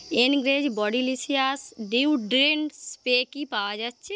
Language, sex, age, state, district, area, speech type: Bengali, female, 30-45, West Bengal, Paschim Medinipur, rural, read